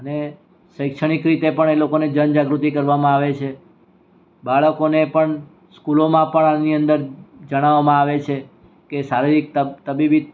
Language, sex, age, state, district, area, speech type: Gujarati, male, 60+, Gujarat, Surat, urban, spontaneous